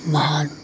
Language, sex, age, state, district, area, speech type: Hindi, male, 60+, Uttar Pradesh, Pratapgarh, rural, spontaneous